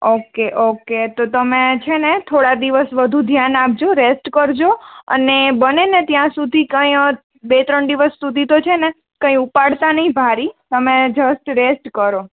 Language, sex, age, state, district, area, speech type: Gujarati, female, 18-30, Gujarat, Junagadh, urban, conversation